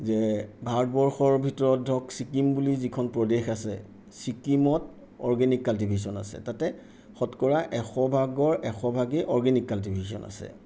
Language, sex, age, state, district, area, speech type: Assamese, male, 60+, Assam, Sonitpur, urban, spontaneous